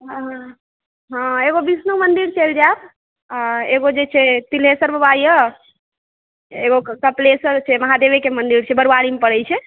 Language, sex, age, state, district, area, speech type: Maithili, female, 30-45, Bihar, Supaul, urban, conversation